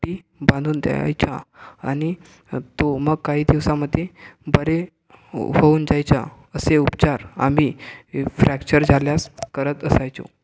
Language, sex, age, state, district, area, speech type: Marathi, male, 18-30, Maharashtra, Gondia, rural, spontaneous